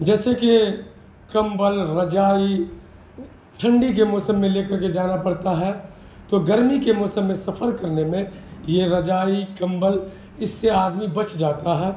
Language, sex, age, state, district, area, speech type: Urdu, male, 18-30, Bihar, Madhubani, rural, spontaneous